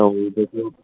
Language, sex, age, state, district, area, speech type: Sindhi, male, 18-30, Maharashtra, Thane, urban, conversation